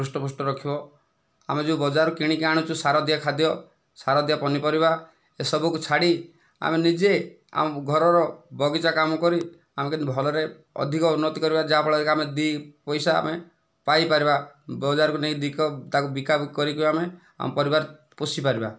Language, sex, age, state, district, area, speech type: Odia, male, 45-60, Odisha, Kandhamal, rural, spontaneous